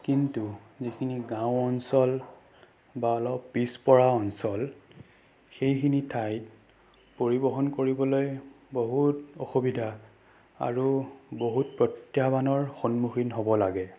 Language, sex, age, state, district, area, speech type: Assamese, male, 30-45, Assam, Sonitpur, rural, spontaneous